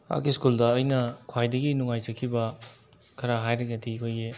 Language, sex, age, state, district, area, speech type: Manipuri, male, 18-30, Manipur, Bishnupur, rural, spontaneous